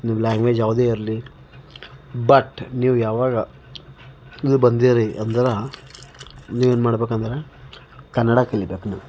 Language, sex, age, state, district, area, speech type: Kannada, male, 30-45, Karnataka, Bidar, urban, spontaneous